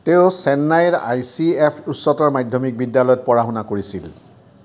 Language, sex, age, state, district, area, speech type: Assamese, male, 60+, Assam, Barpeta, rural, read